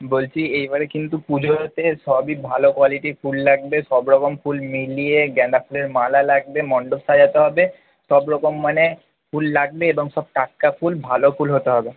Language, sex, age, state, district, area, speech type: Bengali, male, 30-45, West Bengal, Purba Bardhaman, urban, conversation